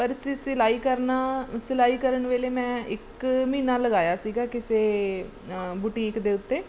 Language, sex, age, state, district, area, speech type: Punjabi, female, 30-45, Punjab, Mansa, urban, spontaneous